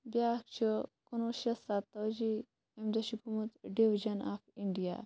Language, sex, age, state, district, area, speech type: Kashmiri, female, 18-30, Jammu and Kashmir, Kupwara, rural, spontaneous